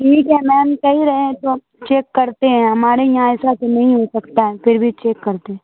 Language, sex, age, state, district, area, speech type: Urdu, female, 45-60, Bihar, Supaul, rural, conversation